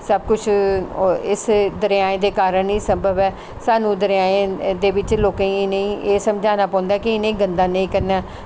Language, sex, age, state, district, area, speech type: Dogri, female, 60+, Jammu and Kashmir, Jammu, urban, spontaneous